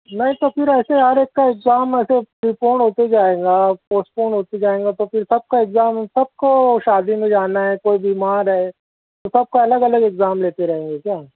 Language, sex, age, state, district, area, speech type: Urdu, male, 30-45, Maharashtra, Nashik, urban, conversation